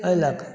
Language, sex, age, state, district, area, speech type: Maithili, male, 60+, Bihar, Madhepura, urban, spontaneous